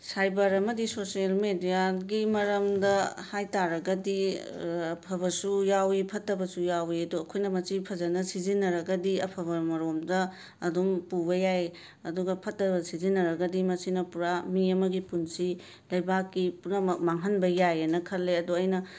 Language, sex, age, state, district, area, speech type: Manipuri, female, 30-45, Manipur, Imphal West, urban, spontaneous